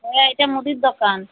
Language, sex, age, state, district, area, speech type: Bengali, female, 60+, West Bengal, Uttar Dinajpur, urban, conversation